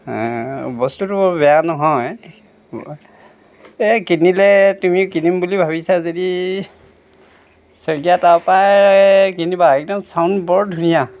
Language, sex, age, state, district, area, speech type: Assamese, male, 60+, Assam, Dhemaji, rural, spontaneous